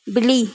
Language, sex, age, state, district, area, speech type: Sindhi, female, 45-60, Maharashtra, Thane, urban, read